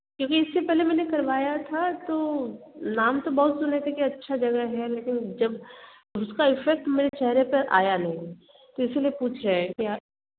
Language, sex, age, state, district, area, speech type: Hindi, female, 30-45, Uttar Pradesh, Varanasi, urban, conversation